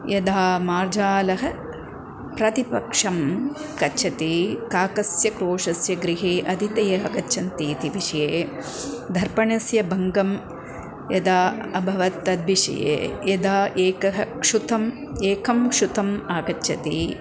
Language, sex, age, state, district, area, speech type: Sanskrit, female, 45-60, Tamil Nadu, Coimbatore, urban, spontaneous